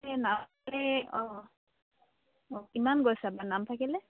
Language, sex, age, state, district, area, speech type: Assamese, female, 30-45, Assam, Dibrugarh, rural, conversation